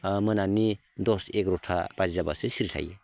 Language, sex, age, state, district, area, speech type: Bodo, male, 45-60, Assam, Baksa, rural, spontaneous